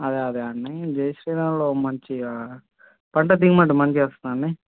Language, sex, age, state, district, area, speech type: Telugu, male, 18-30, Telangana, Mancherial, rural, conversation